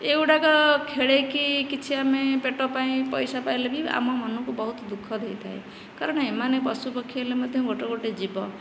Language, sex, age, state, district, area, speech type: Odia, female, 45-60, Odisha, Nayagarh, rural, spontaneous